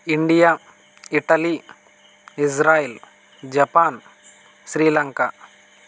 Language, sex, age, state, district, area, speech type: Telugu, male, 18-30, Andhra Pradesh, Kakinada, rural, spontaneous